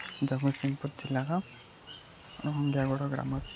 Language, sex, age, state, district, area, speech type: Odia, male, 18-30, Odisha, Jagatsinghpur, rural, spontaneous